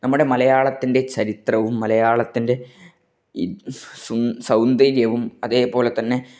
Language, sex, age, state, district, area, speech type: Malayalam, male, 18-30, Kerala, Kannur, rural, spontaneous